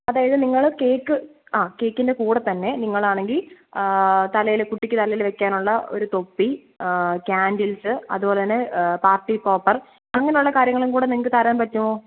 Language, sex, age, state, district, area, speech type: Malayalam, female, 18-30, Kerala, Kottayam, rural, conversation